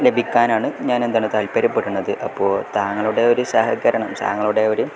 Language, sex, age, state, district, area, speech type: Malayalam, male, 18-30, Kerala, Kozhikode, rural, spontaneous